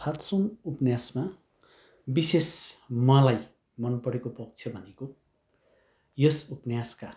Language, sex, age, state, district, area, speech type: Nepali, male, 60+, West Bengal, Kalimpong, rural, spontaneous